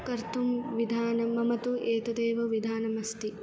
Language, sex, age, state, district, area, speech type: Sanskrit, female, 18-30, Karnataka, Belgaum, urban, spontaneous